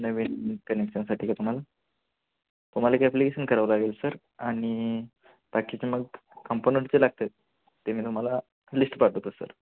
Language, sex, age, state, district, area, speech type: Marathi, male, 18-30, Maharashtra, Sangli, urban, conversation